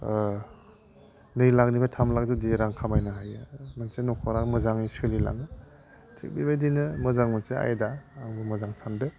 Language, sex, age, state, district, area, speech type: Bodo, male, 30-45, Assam, Udalguri, urban, spontaneous